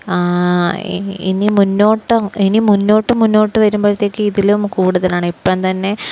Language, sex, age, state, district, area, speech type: Malayalam, female, 18-30, Kerala, Kozhikode, rural, spontaneous